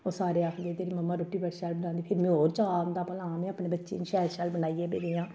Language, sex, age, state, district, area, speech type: Dogri, female, 45-60, Jammu and Kashmir, Samba, rural, spontaneous